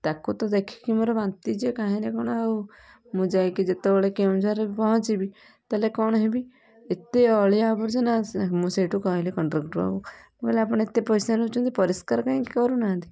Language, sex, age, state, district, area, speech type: Odia, female, 30-45, Odisha, Kendujhar, urban, spontaneous